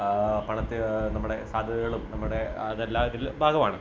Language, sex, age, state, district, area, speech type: Malayalam, male, 18-30, Kerala, Kottayam, rural, spontaneous